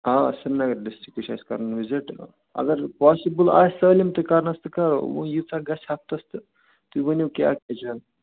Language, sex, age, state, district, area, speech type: Kashmiri, male, 30-45, Jammu and Kashmir, Srinagar, urban, conversation